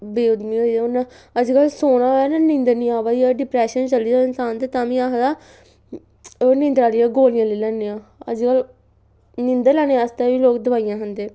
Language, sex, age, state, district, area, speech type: Dogri, female, 18-30, Jammu and Kashmir, Samba, rural, spontaneous